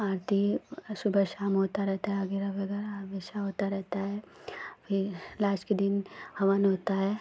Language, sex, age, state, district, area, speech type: Hindi, female, 18-30, Uttar Pradesh, Ghazipur, urban, spontaneous